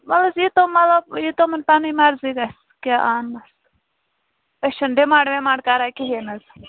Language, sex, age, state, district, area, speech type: Kashmiri, female, 18-30, Jammu and Kashmir, Bandipora, rural, conversation